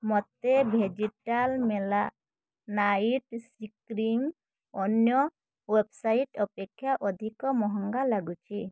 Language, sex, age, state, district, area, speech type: Odia, female, 18-30, Odisha, Mayurbhanj, rural, read